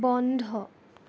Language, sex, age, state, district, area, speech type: Assamese, female, 18-30, Assam, Jorhat, urban, read